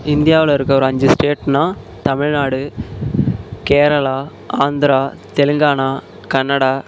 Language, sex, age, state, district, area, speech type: Tamil, male, 18-30, Tamil Nadu, Tiruvarur, rural, spontaneous